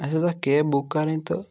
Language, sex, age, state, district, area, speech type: Kashmiri, male, 18-30, Jammu and Kashmir, Baramulla, rural, spontaneous